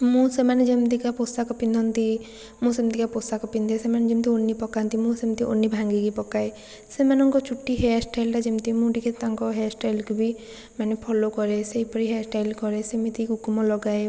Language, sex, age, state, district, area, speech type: Odia, female, 45-60, Odisha, Puri, urban, spontaneous